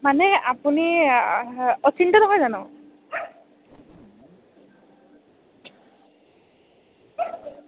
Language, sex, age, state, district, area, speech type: Assamese, female, 18-30, Assam, Morigaon, rural, conversation